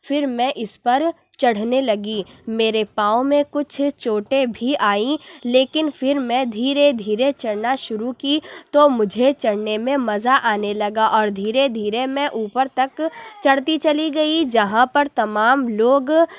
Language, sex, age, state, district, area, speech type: Urdu, female, 30-45, Uttar Pradesh, Lucknow, urban, spontaneous